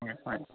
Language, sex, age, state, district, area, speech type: Assamese, male, 60+, Assam, Morigaon, rural, conversation